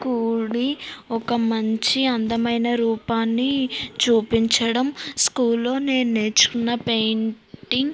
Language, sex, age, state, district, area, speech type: Telugu, female, 18-30, Andhra Pradesh, West Godavari, rural, spontaneous